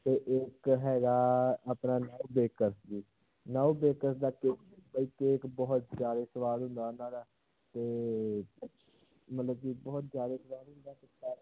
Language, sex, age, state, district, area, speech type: Punjabi, male, 18-30, Punjab, Muktsar, urban, conversation